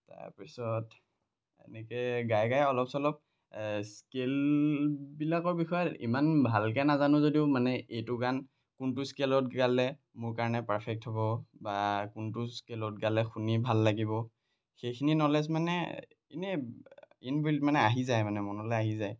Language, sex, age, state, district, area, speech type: Assamese, male, 18-30, Assam, Lakhimpur, rural, spontaneous